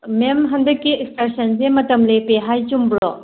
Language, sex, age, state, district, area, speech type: Manipuri, female, 30-45, Manipur, Tengnoupal, rural, conversation